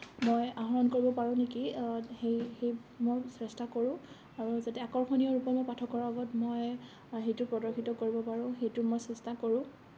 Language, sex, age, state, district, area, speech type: Assamese, female, 18-30, Assam, Kamrup Metropolitan, rural, spontaneous